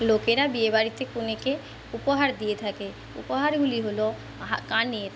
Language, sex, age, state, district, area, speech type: Bengali, female, 30-45, West Bengal, Paschim Medinipur, rural, spontaneous